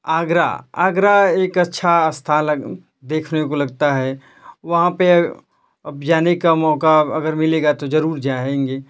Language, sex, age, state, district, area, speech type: Hindi, male, 18-30, Uttar Pradesh, Ghazipur, rural, spontaneous